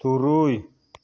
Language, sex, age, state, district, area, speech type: Santali, male, 45-60, Jharkhand, Seraikela Kharsawan, rural, read